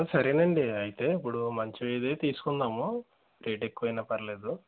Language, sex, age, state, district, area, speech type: Telugu, male, 18-30, Andhra Pradesh, Eluru, rural, conversation